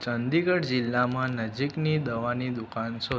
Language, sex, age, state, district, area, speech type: Gujarati, male, 18-30, Gujarat, Aravalli, urban, read